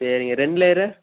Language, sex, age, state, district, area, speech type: Tamil, male, 18-30, Tamil Nadu, Namakkal, rural, conversation